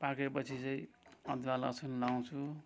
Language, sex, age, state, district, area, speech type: Nepali, male, 60+, West Bengal, Kalimpong, rural, spontaneous